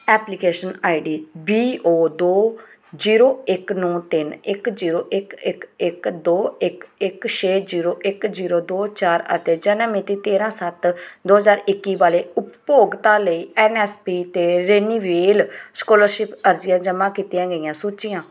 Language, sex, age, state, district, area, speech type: Punjabi, female, 30-45, Punjab, Pathankot, rural, read